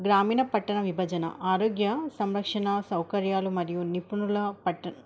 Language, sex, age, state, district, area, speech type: Telugu, female, 18-30, Telangana, Hanamkonda, urban, spontaneous